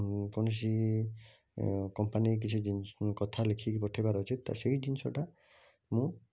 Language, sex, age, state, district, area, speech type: Odia, male, 30-45, Odisha, Cuttack, urban, spontaneous